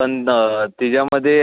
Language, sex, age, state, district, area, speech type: Marathi, male, 18-30, Maharashtra, Mumbai City, urban, conversation